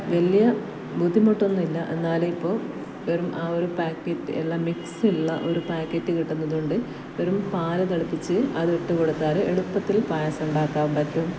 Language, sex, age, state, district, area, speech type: Malayalam, female, 30-45, Kerala, Kasaragod, rural, spontaneous